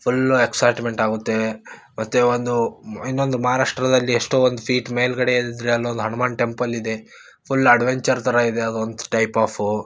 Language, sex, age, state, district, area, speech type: Kannada, male, 18-30, Karnataka, Gulbarga, urban, spontaneous